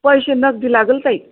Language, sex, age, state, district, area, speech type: Marathi, female, 45-60, Maharashtra, Wardha, rural, conversation